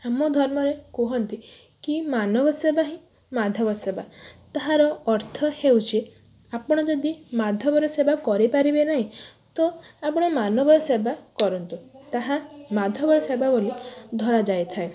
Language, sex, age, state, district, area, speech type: Odia, female, 18-30, Odisha, Balasore, rural, spontaneous